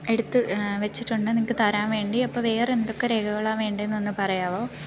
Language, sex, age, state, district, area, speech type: Malayalam, female, 18-30, Kerala, Idukki, rural, spontaneous